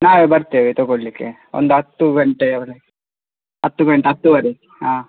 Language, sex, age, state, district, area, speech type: Kannada, male, 18-30, Karnataka, Chitradurga, rural, conversation